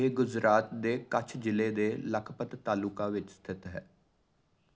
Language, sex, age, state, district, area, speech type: Punjabi, male, 30-45, Punjab, Amritsar, urban, read